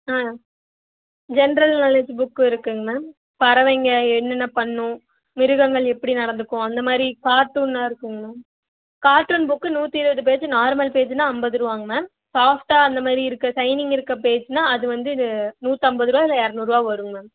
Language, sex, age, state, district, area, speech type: Tamil, female, 18-30, Tamil Nadu, Coimbatore, rural, conversation